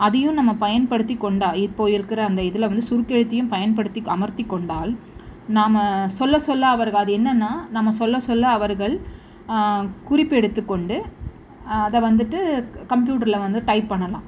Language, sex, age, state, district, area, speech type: Tamil, female, 30-45, Tamil Nadu, Chennai, urban, spontaneous